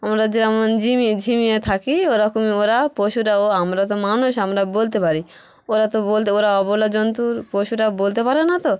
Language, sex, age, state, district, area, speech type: Bengali, female, 30-45, West Bengal, Hooghly, urban, spontaneous